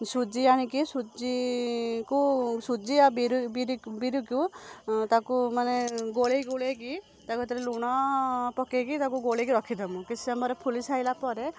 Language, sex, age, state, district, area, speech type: Odia, female, 45-60, Odisha, Kendujhar, urban, spontaneous